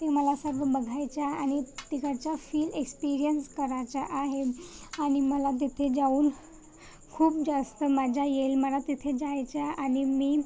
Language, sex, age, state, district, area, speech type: Marathi, female, 30-45, Maharashtra, Nagpur, urban, spontaneous